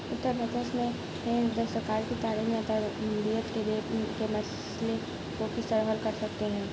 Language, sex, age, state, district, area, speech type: Urdu, other, 18-30, Uttar Pradesh, Mau, urban, spontaneous